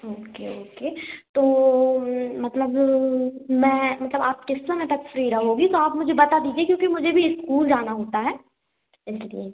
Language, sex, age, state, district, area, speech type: Hindi, female, 18-30, Madhya Pradesh, Hoshangabad, urban, conversation